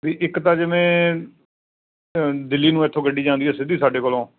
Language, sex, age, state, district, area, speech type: Punjabi, male, 45-60, Punjab, Sangrur, urban, conversation